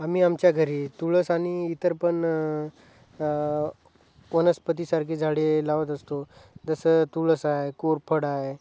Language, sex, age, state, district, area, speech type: Marathi, male, 18-30, Maharashtra, Hingoli, urban, spontaneous